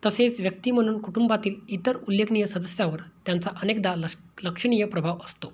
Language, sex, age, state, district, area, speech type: Marathi, male, 30-45, Maharashtra, Amravati, rural, read